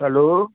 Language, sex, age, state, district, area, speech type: Nepali, male, 60+, West Bengal, Jalpaiguri, urban, conversation